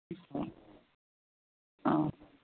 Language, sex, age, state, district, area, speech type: Manipuri, female, 60+, Manipur, Kangpokpi, urban, conversation